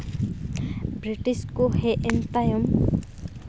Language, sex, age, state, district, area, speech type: Santali, female, 18-30, West Bengal, Purulia, rural, spontaneous